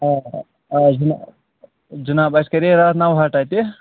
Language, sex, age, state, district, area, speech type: Kashmiri, male, 45-60, Jammu and Kashmir, Srinagar, urban, conversation